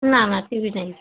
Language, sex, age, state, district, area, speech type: Bengali, female, 45-60, West Bengal, Darjeeling, urban, conversation